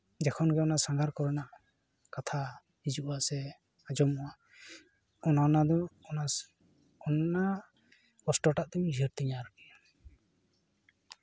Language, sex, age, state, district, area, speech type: Santali, male, 30-45, West Bengal, Jhargram, rural, spontaneous